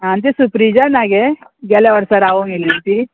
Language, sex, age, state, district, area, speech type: Goan Konkani, female, 45-60, Goa, Murmgao, rural, conversation